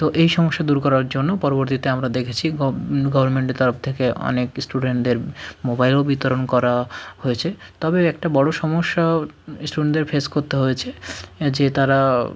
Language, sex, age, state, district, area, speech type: Bengali, male, 30-45, West Bengal, Hooghly, urban, spontaneous